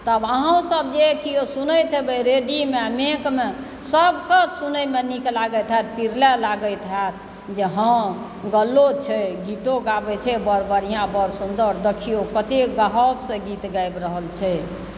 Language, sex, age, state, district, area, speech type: Maithili, male, 60+, Bihar, Supaul, rural, spontaneous